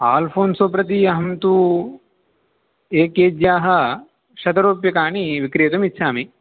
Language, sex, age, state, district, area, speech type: Sanskrit, male, 18-30, Tamil Nadu, Chennai, urban, conversation